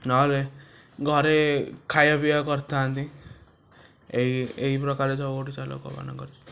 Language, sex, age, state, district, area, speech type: Odia, male, 18-30, Odisha, Cuttack, urban, spontaneous